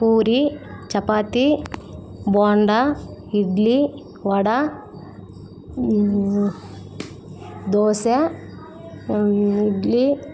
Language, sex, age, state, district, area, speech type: Telugu, female, 30-45, Andhra Pradesh, Nellore, rural, spontaneous